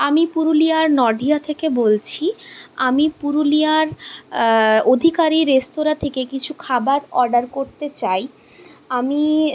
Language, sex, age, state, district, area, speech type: Bengali, female, 60+, West Bengal, Purulia, urban, spontaneous